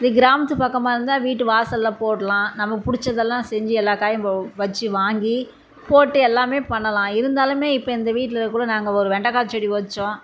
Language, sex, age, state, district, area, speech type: Tamil, female, 60+, Tamil Nadu, Salem, rural, spontaneous